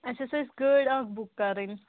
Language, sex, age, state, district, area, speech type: Kashmiri, female, 18-30, Jammu and Kashmir, Budgam, rural, conversation